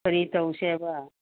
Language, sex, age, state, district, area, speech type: Manipuri, female, 60+, Manipur, Ukhrul, rural, conversation